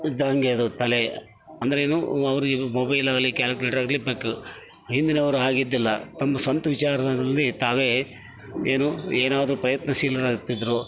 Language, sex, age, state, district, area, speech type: Kannada, male, 60+, Karnataka, Koppal, rural, spontaneous